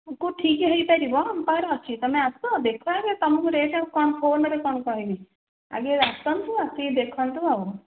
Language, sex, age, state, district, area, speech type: Odia, female, 45-60, Odisha, Dhenkanal, rural, conversation